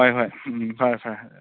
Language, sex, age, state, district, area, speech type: Manipuri, male, 30-45, Manipur, Kakching, rural, conversation